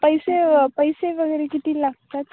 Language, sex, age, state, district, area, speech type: Marathi, female, 18-30, Maharashtra, Nanded, rural, conversation